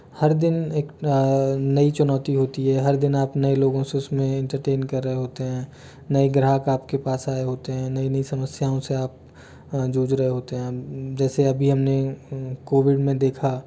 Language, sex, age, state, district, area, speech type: Hindi, male, 30-45, Delhi, New Delhi, urban, spontaneous